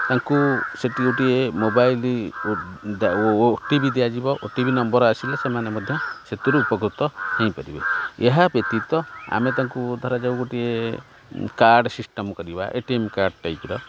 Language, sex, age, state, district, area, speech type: Odia, male, 45-60, Odisha, Kendrapara, urban, spontaneous